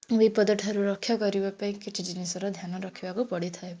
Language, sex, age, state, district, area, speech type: Odia, female, 18-30, Odisha, Bhadrak, rural, spontaneous